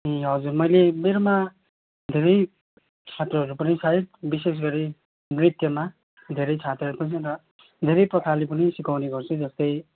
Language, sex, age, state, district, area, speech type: Nepali, male, 18-30, West Bengal, Darjeeling, rural, conversation